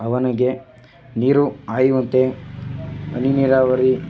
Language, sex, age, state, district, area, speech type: Kannada, male, 18-30, Karnataka, Chamarajanagar, rural, spontaneous